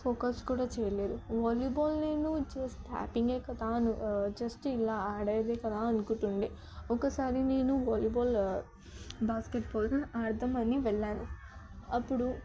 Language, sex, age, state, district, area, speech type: Telugu, female, 18-30, Telangana, Yadadri Bhuvanagiri, urban, spontaneous